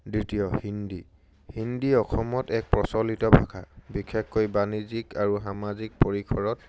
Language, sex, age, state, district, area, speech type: Assamese, male, 18-30, Assam, Charaideo, urban, spontaneous